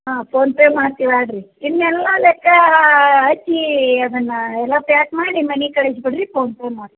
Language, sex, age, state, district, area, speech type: Kannada, female, 30-45, Karnataka, Gadag, rural, conversation